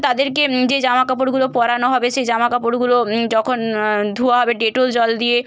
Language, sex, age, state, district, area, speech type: Bengali, female, 18-30, West Bengal, Bankura, urban, spontaneous